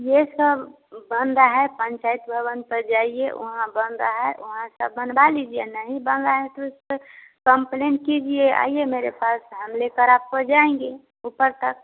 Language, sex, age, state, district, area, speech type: Hindi, female, 30-45, Bihar, Samastipur, rural, conversation